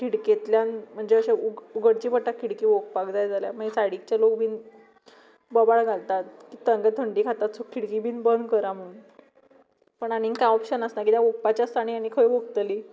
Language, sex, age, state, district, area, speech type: Goan Konkani, female, 18-30, Goa, Tiswadi, rural, spontaneous